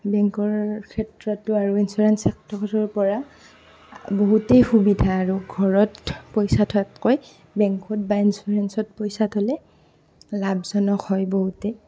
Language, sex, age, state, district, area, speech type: Assamese, female, 18-30, Assam, Barpeta, rural, spontaneous